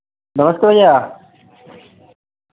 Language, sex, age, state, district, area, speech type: Hindi, male, 18-30, Bihar, Vaishali, rural, conversation